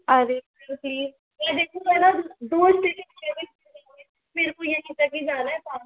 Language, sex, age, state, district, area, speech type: Hindi, female, 60+, Rajasthan, Jaipur, urban, conversation